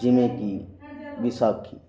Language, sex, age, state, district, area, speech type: Punjabi, male, 18-30, Punjab, Muktsar, rural, spontaneous